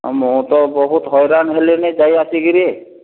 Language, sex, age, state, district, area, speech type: Odia, male, 60+, Odisha, Boudh, rural, conversation